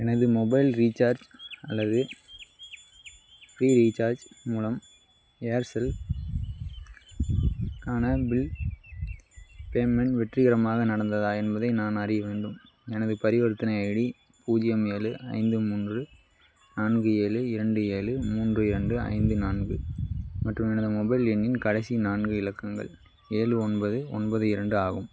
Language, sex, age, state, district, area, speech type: Tamil, male, 18-30, Tamil Nadu, Madurai, urban, read